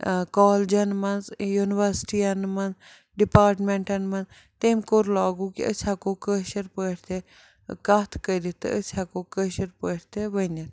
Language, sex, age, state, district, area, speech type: Kashmiri, female, 45-60, Jammu and Kashmir, Srinagar, urban, spontaneous